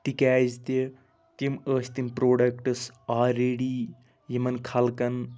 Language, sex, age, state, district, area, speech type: Kashmiri, male, 30-45, Jammu and Kashmir, Anantnag, rural, spontaneous